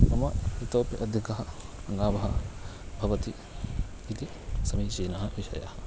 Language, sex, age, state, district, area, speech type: Sanskrit, male, 18-30, Karnataka, Uttara Kannada, rural, spontaneous